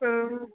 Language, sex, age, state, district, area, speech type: Kannada, female, 30-45, Karnataka, Mandya, rural, conversation